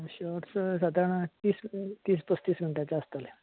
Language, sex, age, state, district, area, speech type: Goan Konkani, male, 45-60, Goa, Canacona, rural, conversation